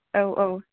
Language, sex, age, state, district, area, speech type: Bodo, female, 18-30, Assam, Kokrajhar, rural, conversation